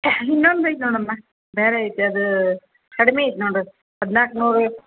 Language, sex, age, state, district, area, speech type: Kannada, female, 45-60, Karnataka, Koppal, urban, conversation